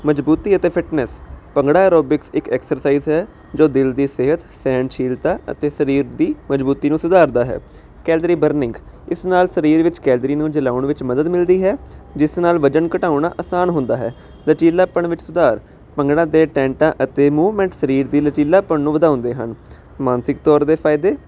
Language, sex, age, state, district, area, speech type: Punjabi, male, 30-45, Punjab, Jalandhar, urban, spontaneous